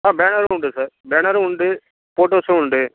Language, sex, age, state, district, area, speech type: Tamil, male, 18-30, Tamil Nadu, Nagapattinam, rural, conversation